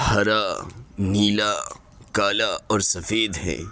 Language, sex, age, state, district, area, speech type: Urdu, male, 30-45, Uttar Pradesh, Lucknow, urban, spontaneous